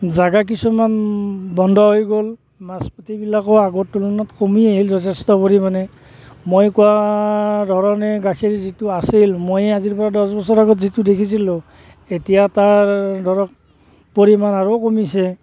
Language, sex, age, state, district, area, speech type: Assamese, male, 45-60, Assam, Barpeta, rural, spontaneous